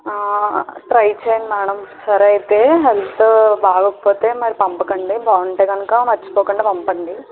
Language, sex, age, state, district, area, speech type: Telugu, female, 45-60, Andhra Pradesh, Kakinada, rural, conversation